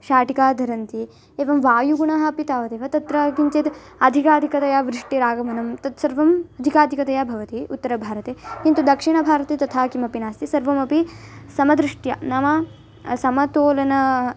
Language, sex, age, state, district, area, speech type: Sanskrit, female, 18-30, Karnataka, Bangalore Rural, rural, spontaneous